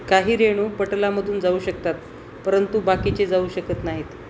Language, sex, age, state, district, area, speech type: Marathi, female, 45-60, Maharashtra, Nanded, rural, read